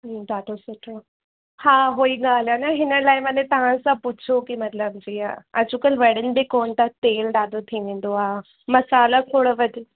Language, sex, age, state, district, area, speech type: Sindhi, female, 18-30, Uttar Pradesh, Lucknow, urban, conversation